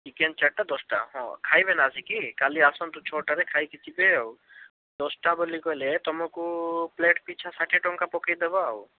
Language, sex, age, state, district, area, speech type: Odia, male, 18-30, Odisha, Bhadrak, rural, conversation